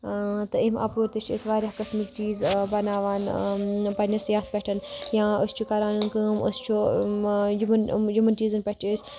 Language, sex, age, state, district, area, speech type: Kashmiri, female, 18-30, Jammu and Kashmir, Baramulla, rural, spontaneous